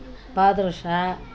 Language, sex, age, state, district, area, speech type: Telugu, female, 60+, Andhra Pradesh, Nellore, rural, spontaneous